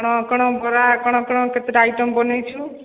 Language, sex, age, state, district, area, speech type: Odia, female, 45-60, Odisha, Sambalpur, rural, conversation